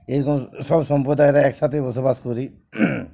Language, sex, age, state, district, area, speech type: Bengali, male, 45-60, West Bengal, Uttar Dinajpur, urban, spontaneous